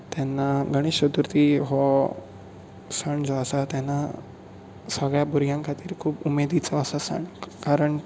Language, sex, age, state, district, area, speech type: Goan Konkani, male, 18-30, Goa, Bardez, urban, spontaneous